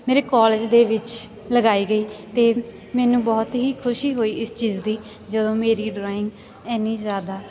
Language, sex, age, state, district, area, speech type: Punjabi, female, 18-30, Punjab, Sangrur, rural, spontaneous